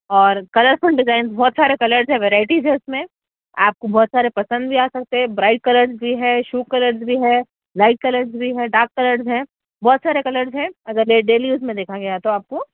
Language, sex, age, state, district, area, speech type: Urdu, female, 30-45, Telangana, Hyderabad, urban, conversation